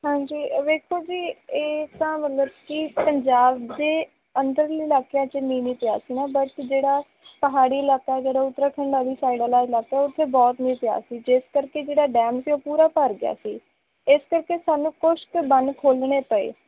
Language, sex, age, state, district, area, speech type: Punjabi, female, 18-30, Punjab, Faridkot, urban, conversation